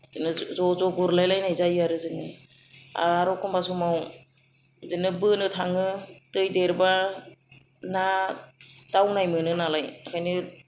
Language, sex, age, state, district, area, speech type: Bodo, female, 30-45, Assam, Kokrajhar, rural, spontaneous